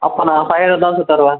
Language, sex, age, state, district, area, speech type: Tamil, male, 18-30, Tamil Nadu, Krishnagiri, rural, conversation